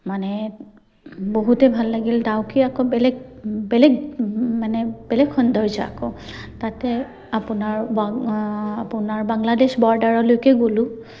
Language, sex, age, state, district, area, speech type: Assamese, female, 45-60, Assam, Kamrup Metropolitan, urban, spontaneous